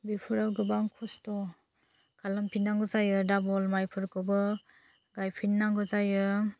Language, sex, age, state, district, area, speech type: Bodo, female, 45-60, Assam, Chirang, rural, spontaneous